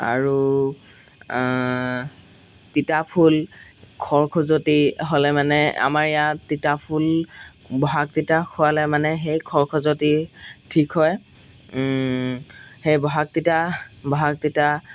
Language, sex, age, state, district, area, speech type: Assamese, male, 18-30, Assam, Golaghat, rural, spontaneous